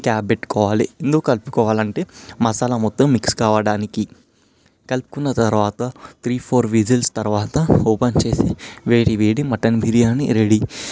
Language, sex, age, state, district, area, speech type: Telugu, male, 18-30, Telangana, Vikarabad, urban, spontaneous